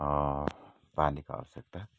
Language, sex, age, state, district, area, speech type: Nepali, male, 45-60, West Bengal, Kalimpong, rural, spontaneous